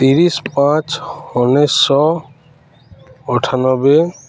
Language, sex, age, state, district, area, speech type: Odia, male, 30-45, Odisha, Balangir, urban, spontaneous